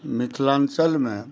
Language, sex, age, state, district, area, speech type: Maithili, male, 60+, Bihar, Madhubani, rural, spontaneous